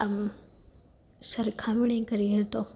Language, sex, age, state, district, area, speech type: Gujarati, female, 18-30, Gujarat, Rajkot, urban, spontaneous